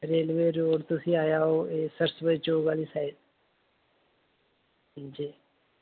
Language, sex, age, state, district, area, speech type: Dogri, male, 18-30, Jammu and Kashmir, Reasi, rural, conversation